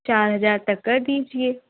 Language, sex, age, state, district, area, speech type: Hindi, female, 18-30, Uttar Pradesh, Jaunpur, urban, conversation